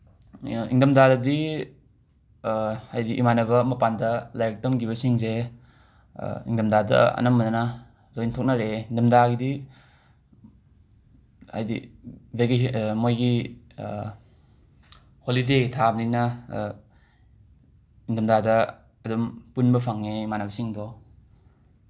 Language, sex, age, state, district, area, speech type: Manipuri, male, 45-60, Manipur, Imphal West, urban, spontaneous